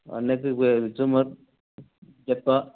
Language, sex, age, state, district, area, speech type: Tamil, male, 30-45, Tamil Nadu, Krishnagiri, rural, conversation